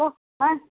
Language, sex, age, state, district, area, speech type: Maithili, female, 45-60, Bihar, Muzaffarpur, rural, conversation